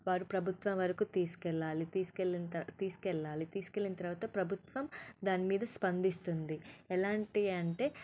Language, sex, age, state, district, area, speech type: Telugu, female, 18-30, Telangana, Medak, rural, spontaneous